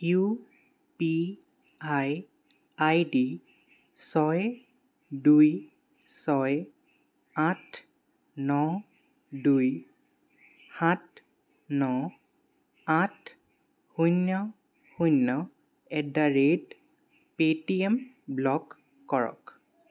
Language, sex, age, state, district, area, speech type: Assamese, male, 18-30, Assam, Charaideo, urban, read